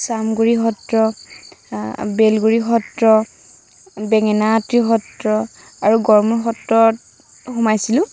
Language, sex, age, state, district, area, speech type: Assamese, female, 18-30, Assam, Lakhimpur, rural, spontaneous